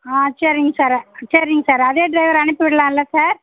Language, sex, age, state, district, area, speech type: Tamil, female, 60+, Tamil Nadu, Mayiladuthurai, rural, conversation